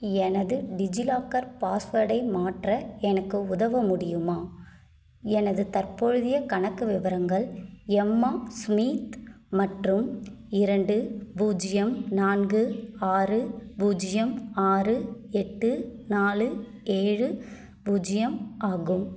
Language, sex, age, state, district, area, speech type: Tamil, female, 30-45, Tamil Nadu, Kanchipuram, urban, read